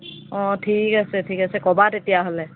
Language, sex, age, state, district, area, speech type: Assamese, female, 30-45, Assam, Jorhat, urban, conversation